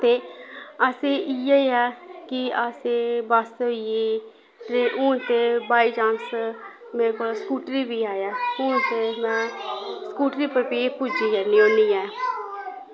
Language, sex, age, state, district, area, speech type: Dogri, female, 30-45, Jammu and Kashmir, Samba, urban, spontaneous